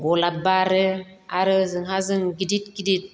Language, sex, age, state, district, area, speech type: Bodo, female, 45-60, Assam, Baksa, rural, spontaneous